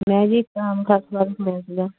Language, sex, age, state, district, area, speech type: Punjabi, female, 18-30, Punjab, Fatehgarh Sahib, rural, conversation